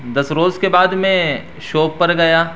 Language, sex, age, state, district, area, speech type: Urdu, male, 30-45, Uttar Pradesh, Saharanpur, urban, spontaneous